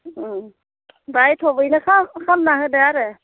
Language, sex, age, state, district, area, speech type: Bodo, female, 30-45, Assam, Udalguri, rural, conversation